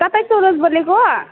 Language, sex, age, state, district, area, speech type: Nepali, female, 18-30, West Bengal, Alipurduar, urban, conversation